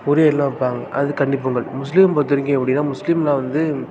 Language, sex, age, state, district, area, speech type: Tamil, male, 18-30, Tamil Nadu, Tiruvarur, rural, spontaneous